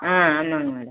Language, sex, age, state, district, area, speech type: Tamil, female, 45-60, Tamil Nadu, Madurai, rural, conversation